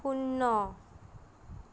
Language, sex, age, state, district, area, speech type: Assamese, female, 45-60, Assam, Nagaon, rural, read